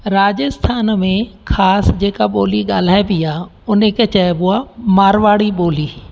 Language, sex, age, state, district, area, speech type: Sindhi, female, 60+, Rajasthan, Ajmer, urban, spontaneous